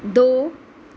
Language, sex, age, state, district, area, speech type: Punjabi, female, 18-30, Punjab, Mohali, rural, read